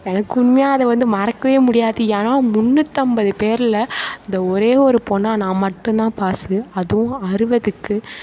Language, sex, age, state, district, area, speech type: Tamil, female, 18-30, Tamil Nadu, Mayiladuthurai, rural, spontaneous